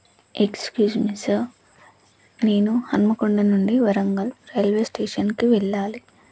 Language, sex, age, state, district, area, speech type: Telugu, female, 30-45, Telangana, Hanamkonda, rural, spontaneous